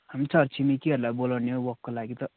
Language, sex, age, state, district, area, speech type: Nepali, male, 18-30, West Bengal, Darjeeling, rural, conversation